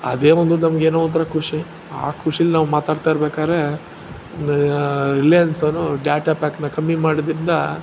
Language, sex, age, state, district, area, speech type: Kannada, male, 45-60, Karnataka, Ramanagara, urban, spontaneous